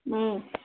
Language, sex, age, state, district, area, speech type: Tamil, female, 30-45, Tamil Nadu, Tirupattur, rural, conversation